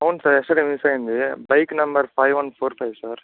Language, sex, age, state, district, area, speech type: Telugu, male, 18-30, Andhra Pradesh, Chittoor, rural, conversation